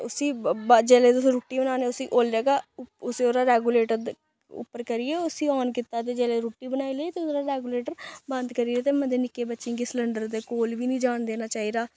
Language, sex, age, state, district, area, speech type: Dogri, female, 18-30, Jammu and Kashmir, Samba, rural, spontaneous